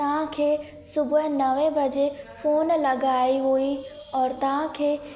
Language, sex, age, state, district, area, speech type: Sindhi, female, 18-30, Madhya Pradesh, Katni, urban, spontaneous